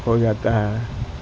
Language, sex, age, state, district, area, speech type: Urdu, male, 60+, Bihar, Supaul, rural, spontaneous